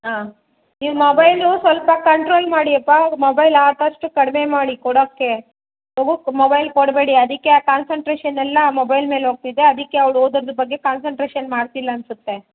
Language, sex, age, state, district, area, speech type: Kannada, female, 60+, Karnataka, Kolar, rural, conversation